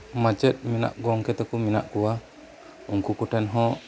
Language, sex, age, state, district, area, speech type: Santali, male, 30-45, West Bengal, Birbhum, rural, spontaneous